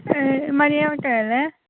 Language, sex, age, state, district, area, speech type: Malayalam, female, 18-30, Kerala, Alappuzha, rural, conversation